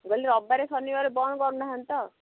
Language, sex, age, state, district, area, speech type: Odia, female, 18-30, Odisha, Ganjam, urban, conversation